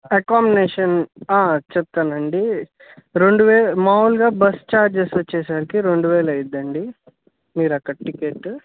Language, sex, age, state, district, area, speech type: Telugu, male, 18-30, Andhra Pradesh, Bapatla, urban, conversation